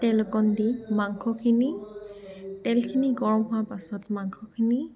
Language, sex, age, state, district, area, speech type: Assamese, female, 18-30, Assam, Tinsukia, rural, spontaneous